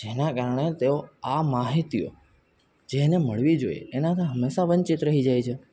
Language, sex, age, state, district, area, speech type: Gujarati, male, 18-30, Gujarat, Rajkot, urban, spontaneous